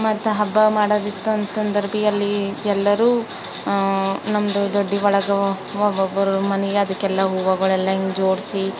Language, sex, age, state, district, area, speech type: Kannada, female, 30-45, Karnataka, Bidar, urban, spontaneous